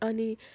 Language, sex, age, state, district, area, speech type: Nepali, female, 18-30, West Bengal, Kalimpong, rural, spontaneous